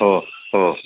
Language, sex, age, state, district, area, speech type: Marathi, male, 60+, Maharashtra, Kolhapur, urban, conversation